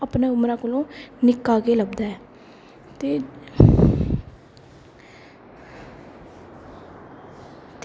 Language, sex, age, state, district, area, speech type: Dogri, female, 18-30, Jammu and Kashmir, Kathua, rural, spontaneous